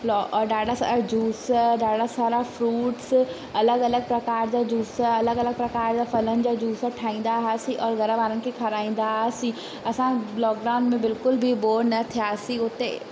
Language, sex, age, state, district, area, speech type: Sindhi, female, 18-30, Madhya Pradesh, Katni, rural, spontaneous